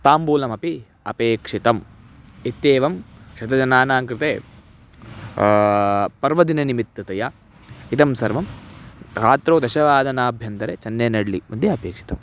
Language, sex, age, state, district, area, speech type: Sanskrit, male, 18-30, Karnataka, Chitradurga, urban, spontaneous